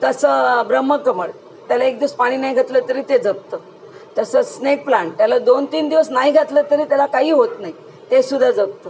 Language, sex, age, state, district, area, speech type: Marathi, female, 60+, Maharashtra, Mumbai Suburban, urban, spontaneous